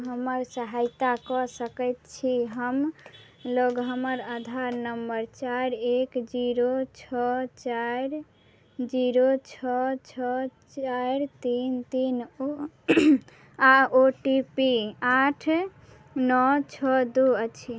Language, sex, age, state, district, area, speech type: Maithili, female, 18-30, Bihar, Madhubani, rural, read